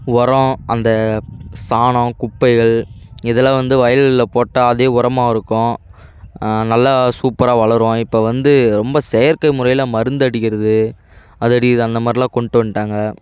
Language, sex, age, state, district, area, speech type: Tamil, male, 18-30, Tamil Nadu, Kallakurichi, urban, spontaneous